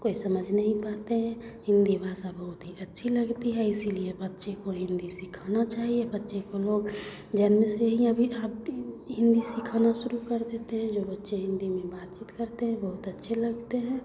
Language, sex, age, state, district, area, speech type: Hindi, female, 30-45, Bihar, Begusarai, rural, spontaneous